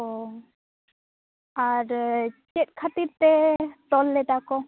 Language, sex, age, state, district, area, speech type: Santali, female, 18-30, West Bengal, Bankura, rural, conversation